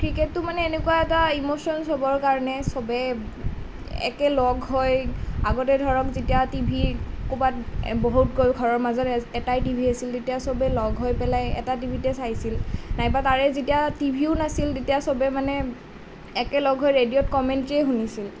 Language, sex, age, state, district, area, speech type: Assamese, female, 18-30, Assam, Nalbari, rural, spontaneous